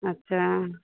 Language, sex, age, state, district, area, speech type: Maithili, female, 45-60, Bihar, Madhepura, rural, conversation